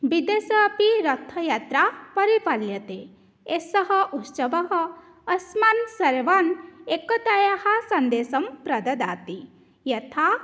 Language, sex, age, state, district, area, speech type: Sanskrit, female, 18-30, Odisha, Cuttack, rural, spontaneous